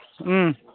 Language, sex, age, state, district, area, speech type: Manipuri, male, 45-60, Manipur, Kangpokpi, urban, conversation